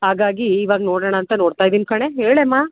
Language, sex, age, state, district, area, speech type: Kannada, female, 30-45, Karnataka, Mandya, rural, conversation